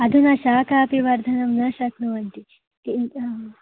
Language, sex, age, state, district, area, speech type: Sanskrit, female, 18-30, Karnataka, Dakshina Kannada, urban, conversation